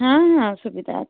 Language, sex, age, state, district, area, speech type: Odia, female, 60+, Odisha, Gajapati, rural, conversation